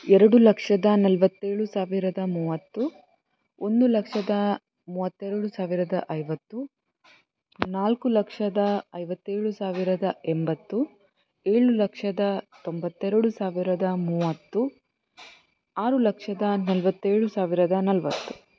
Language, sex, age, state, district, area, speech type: Kannada, female, 30-45, Karnataka, Shimoga, rural, spontaneous